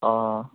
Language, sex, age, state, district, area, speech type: Assamese, male, 18-30, Assam, Dhemaji, rural, conversation